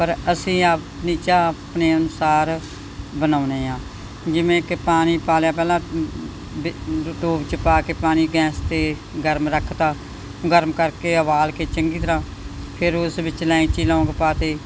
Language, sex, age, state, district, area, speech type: Punjabi, female, 60+, Punjab, Bathinda, urban, spontaneous